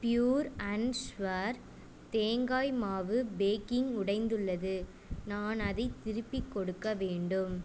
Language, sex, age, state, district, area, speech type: Tamil, female, 18-30, Tamil Nadu, Ariyalur, rural, read